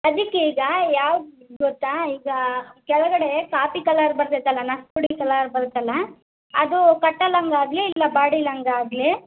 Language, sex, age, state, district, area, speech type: Kannada, female, 18-30, Karnataka, Chitradurga, rural, conversation